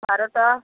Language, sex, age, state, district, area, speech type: Bengali, female, 45-60, West Bengal, North 24 Parganas, rural, conversation